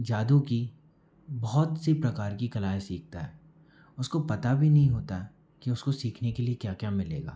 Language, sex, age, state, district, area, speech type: Hindi, male, 45-60, Madhya Pradesh, Bhopal, urban, spontaneous